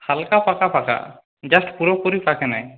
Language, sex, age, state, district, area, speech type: Bengali, male, 18-30, West Bengal, Purulia, urban, conversation